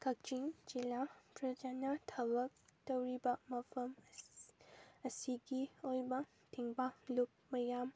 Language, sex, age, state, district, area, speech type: Manipuri, female, 18-30, Manipur, Kakching, rural, spontaneous